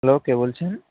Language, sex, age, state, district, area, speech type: Bengali, male, 60+, West Bengal, Nadia, rural, conversation